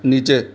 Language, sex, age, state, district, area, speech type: Hindi, male, 45-60, Rajasthan, Jaipur, urban, read